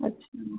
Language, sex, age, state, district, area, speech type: Hindi, female, 18-30, Madhya Pradesh, Hoshangabad, rural, conversation